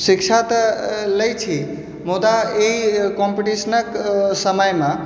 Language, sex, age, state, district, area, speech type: Maithili, male, 18-30, Bihar, Supaul, rural, spontaneous